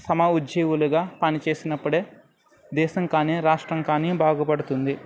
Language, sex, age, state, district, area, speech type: Telugu, male, 30-45, Andhra Pradesh, Anakapalli, rural, spontaneous